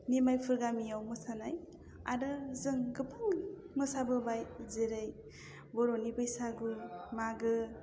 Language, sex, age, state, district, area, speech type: Bodo, female, 30-45, Assam, Udalguri, rural, spontaneous